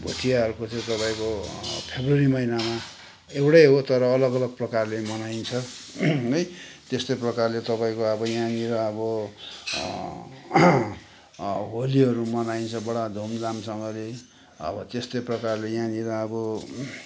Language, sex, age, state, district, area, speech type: Nepali, male, 60+, West Bengal, Kalimpong, rural, spontaneous